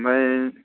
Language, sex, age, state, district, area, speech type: Bodo, male, 30-45, Assam, Kokrajhar, rural, conversation